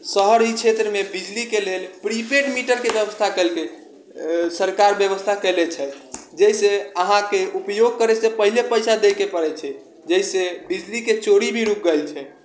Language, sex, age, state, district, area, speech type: Maithili, male, 18-30, Bihar, Sitamarhi, urban, spontaneous